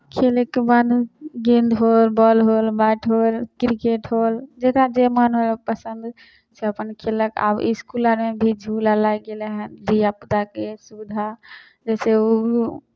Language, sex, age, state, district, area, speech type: Maithili, female, 18-30, Bihar, Samastipur, rural, spontaneous